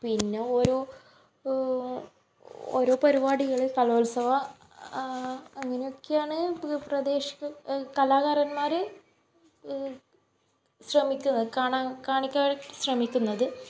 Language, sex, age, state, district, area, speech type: Malayalam, female, 18-30, Kerala, Kannur, rural, spontaneous